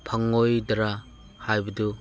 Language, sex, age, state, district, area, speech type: Manipuri, male, 60+, Manipur, Chandel, rural, read